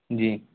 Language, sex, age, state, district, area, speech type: Urdu, male, 18-30, Bihar, Purnia, rural, conversation